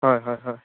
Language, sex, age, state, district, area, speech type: Assamese, male, 18-30, Assam, Lakhimpur, rural, conversation